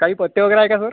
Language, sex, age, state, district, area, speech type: Marathi, male, 45-60, Maharashtra, Yavatmal, rural, conversation